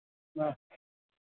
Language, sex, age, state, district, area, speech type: Kannada, male, 45-60, Karnataka, Ramanagara, urban, conversation